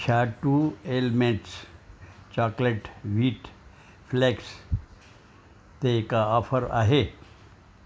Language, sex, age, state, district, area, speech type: Sindhi, male, 60+, Maharashtra, Thane, urban, read